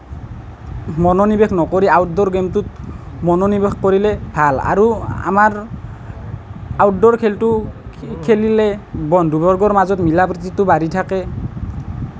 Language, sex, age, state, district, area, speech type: Assamese, male, 18-30, Assam, Nalbari, rural, spontaneous